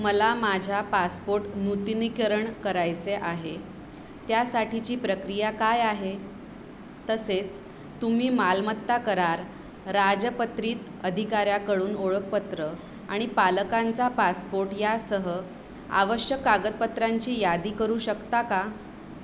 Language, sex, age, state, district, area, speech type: Marathi, female, 30-45, Maharashtra, Mumbai Suburban, urban, read